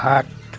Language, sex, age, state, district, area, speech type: Assamese, male, 60+, Assam, Dibrugarh, rural, read